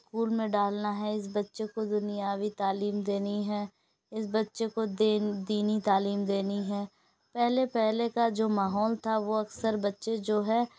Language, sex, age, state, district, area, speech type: Urdu, female, 18-30, Uttar Pradesh, Lucknow, urban, spontaneous